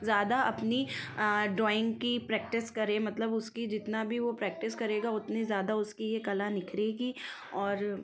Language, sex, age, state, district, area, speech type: Hindi, female, 30-45, Madhya Pradesh, Ujjain, urban, spontaneous